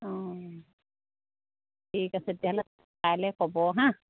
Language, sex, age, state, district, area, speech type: Assamese, female, 30-45, Assam, Sivasagar, rural, conversation